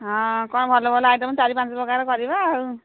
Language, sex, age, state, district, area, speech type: Odia, female, 45-60, Odisha, Angul, rural, conversation